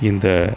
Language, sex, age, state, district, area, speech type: Tamil, male, 30-45, Tamil Nadu, Pudukkottai, rural, spontaneous